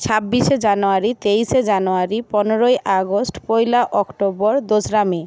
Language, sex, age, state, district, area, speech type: Bengali, female, 18-30, West Bengal, Jhargram, rural, spontaneous